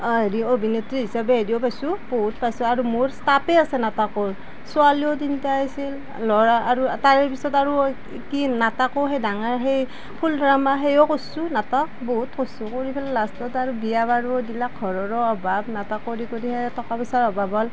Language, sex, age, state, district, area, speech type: Assamese, female, 45-60, Assam, Nalbari, rural, spontaneous